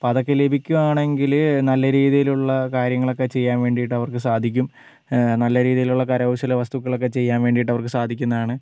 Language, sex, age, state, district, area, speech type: Malayalam, male, 45-60, Kerala, Wayanad, rural, spontaneous